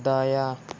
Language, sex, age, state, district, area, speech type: Urdu, male, 18-30, Delhi, Central Delhi, urban, read